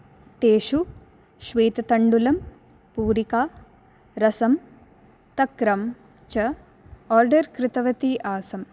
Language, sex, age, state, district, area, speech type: Sanskrit, female, 18-30, Karnataka, Dakshina Kannada, urban, spontaneous